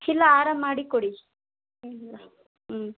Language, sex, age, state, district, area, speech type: Kannada, female, 18-30, Karnataka, Chamarajanagar, rural, conversation